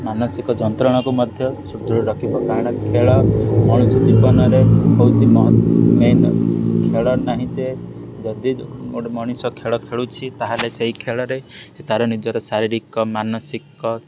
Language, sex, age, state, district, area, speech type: Odia, male, 18-30, Odisha, Ganjam, urban, spontaneous